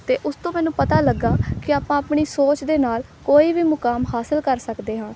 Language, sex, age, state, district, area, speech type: Punjabi, female, 18-30, Punjab, Amritsar, urban, spontaneous